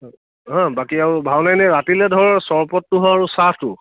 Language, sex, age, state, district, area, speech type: Assamese, male, 30-45, Assam, Lakhimpur, rural, conversation